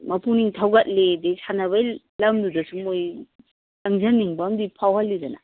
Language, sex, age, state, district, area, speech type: Manipuri, female, 45-60, Manipur, Kangpokpi, urban, conversation